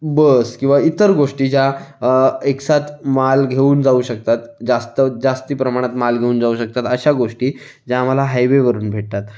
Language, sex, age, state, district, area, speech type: Marathi, male, 18-30, Maharashtra, Raigad, rural, spontaneous